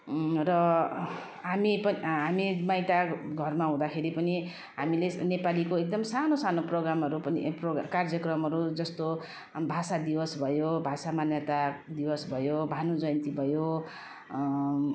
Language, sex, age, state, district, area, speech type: Nepali, female, 45-60, West Bengal, Darjeeling, rural, spontaneous